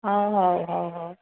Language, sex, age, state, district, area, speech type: Odia, female, 60+, Odisha, Cuttack, urban, conversation